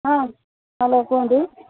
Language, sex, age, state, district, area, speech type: Odia, female, 45-60, Odisha, Rayagada, rural, conversation